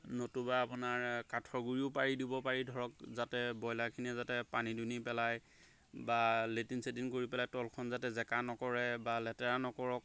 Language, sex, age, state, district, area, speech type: Assamese, male, 30-45, Assam, Golaghat, rural, spontaneous